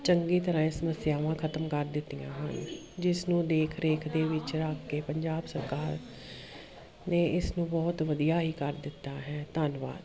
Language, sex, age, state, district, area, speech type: Punjabi, female, 30-45, Punjab, Jalandhar, urban, spontaneous